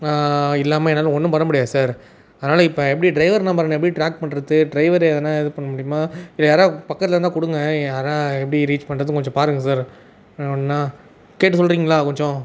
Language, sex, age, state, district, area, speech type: Tamil, male, 18-30, Tamil Nadu, Tiruvannamalai, urban, spontaneous